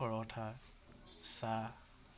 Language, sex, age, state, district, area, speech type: Assamese, male, 30-45, Assam, Dibrugarh, urban, spontaneous